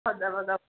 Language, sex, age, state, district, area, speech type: Assamese, female, 30-45, Assam, Dhemaji, rural, conversation